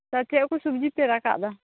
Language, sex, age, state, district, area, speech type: Santali, female, 18-30, West Bengal, Malda, rural, conversation